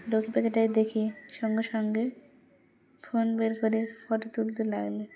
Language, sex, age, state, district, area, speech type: Bengali, female, 18-30, West Bengal, Dakshin Dinajpur, urban, spontaneous